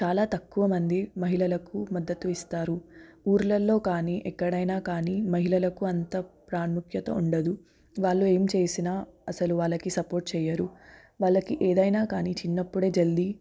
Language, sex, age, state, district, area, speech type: Telugu, female, 18-30, Telangana, Hyderabad, urban, spontaneous